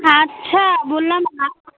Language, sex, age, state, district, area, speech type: Bengali, female, 18-30, West Bengal, Alipurduar, rural, conversation